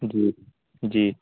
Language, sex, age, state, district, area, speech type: Urdu, male, 18-30, Uttar Pradesh, Azamgarh, rural, conversation